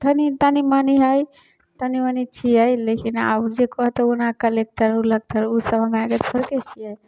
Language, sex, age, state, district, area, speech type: Maithili, female, 18-30, Bihar, Samastipur, rural, spontaneous